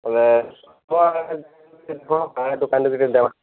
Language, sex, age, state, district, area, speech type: Odia, male, 30-45, Odisha, Sambalpur, rural, conversation